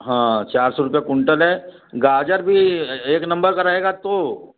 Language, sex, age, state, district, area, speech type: Hindi, male, 45-60, Uttar Pradesh, Varanasi, rural, conversation